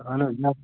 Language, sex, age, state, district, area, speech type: Kashmiri, male, 30-45, Jammu and Kashmir, Bandipora, rural, conversation